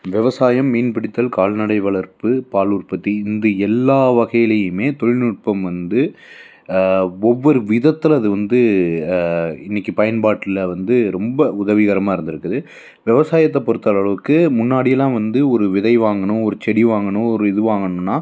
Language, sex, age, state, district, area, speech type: Tamil, male, 30-45, Tamil Nadu, Coimbatore, urban, spontaneous